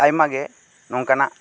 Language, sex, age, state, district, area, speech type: Santali, male, 30-45, West Bengal, Bankura, rural, spontaneous